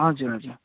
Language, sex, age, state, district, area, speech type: Nepali, male, 30-45, West Bengal, Jalpaiguri, urban, conversation